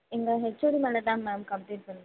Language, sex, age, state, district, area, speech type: Tamil, female, 18-30, Tamil Nadu, Mayiladuthurai, rural, conversation